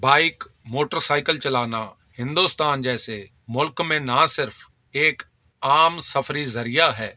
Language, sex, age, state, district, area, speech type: Urdu, male, 45-60, Delhi, South Delhi, urban, spontaneous